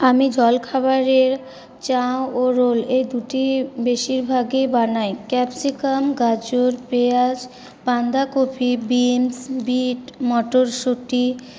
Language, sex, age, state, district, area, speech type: Bengali, female, 18-30, West Bengal, Paschim Bardhaman, rural, spontaneous